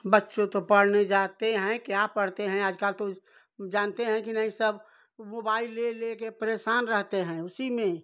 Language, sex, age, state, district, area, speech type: Hindi, female, 60+, Uttar Pradesh, Ghazipur, rural, spontaneous